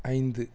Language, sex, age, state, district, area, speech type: Tamil, male, 18-30, Tamil Nadu, Erode, rural, read